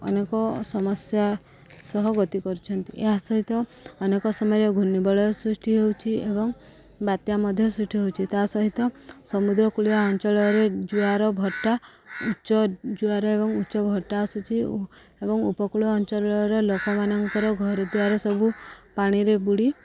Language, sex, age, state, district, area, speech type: Odia, female, 45-60, Odisha, Subarnapur, urban, spontaneous